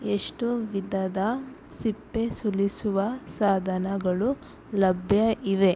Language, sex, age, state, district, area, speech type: Kannada, female, 30-45, Karnataka, Udupi, rural, read